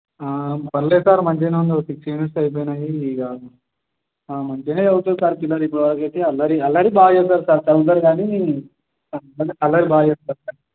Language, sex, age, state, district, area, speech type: Telugu, male, 18-30, Andhra Pradesh, Nellore, urban, conversation